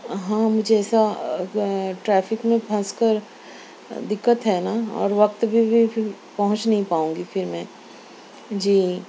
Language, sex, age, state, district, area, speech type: Urdu, female, 30-45, Maharashtra, Nashik, urban, spontaneous